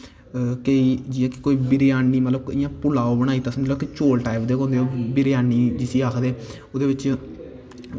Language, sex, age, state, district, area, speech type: Dogri, male, 18-30, Jammu and Kashmir, Kathua, rural, spontaneous